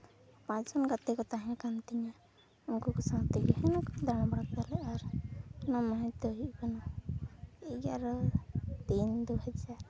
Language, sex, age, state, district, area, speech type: Santali, female, 18-30, West Bengal, Purulia, rural, spontaneous